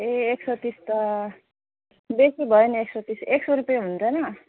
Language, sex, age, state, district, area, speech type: Nepali, female, 45-60, West Bengal, Alipurduar, rural, conversation